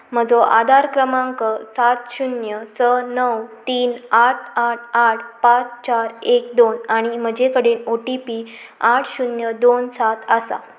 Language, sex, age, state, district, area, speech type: Goan Konkani, female, 18-30, Goa, Pernem, rural, read